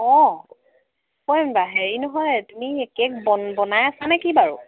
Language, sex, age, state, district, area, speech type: Assamese, female, 30-45, Assam, Sivasagar, rural, conversation